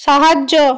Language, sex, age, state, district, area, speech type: Bengali, female, 30-45, West Bengal, North 24 Parganas, rural, read